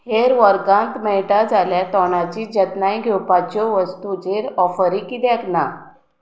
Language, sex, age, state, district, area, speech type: Goan Konkani, female, 30-45, Goa, Tiswadi, rural, read